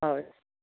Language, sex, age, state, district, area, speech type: Nepali, female, 45-60, West Bengal, Jalpaiguri, urban, conversation